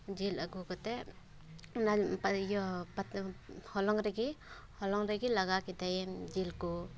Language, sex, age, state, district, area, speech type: Santali, female, 18-30, West Bengal, Paschim Bardhaman, rural, spontaneous